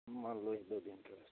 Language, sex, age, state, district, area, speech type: Hindi, male, 18-30, Rajasthan, Nagaur, rural, conversation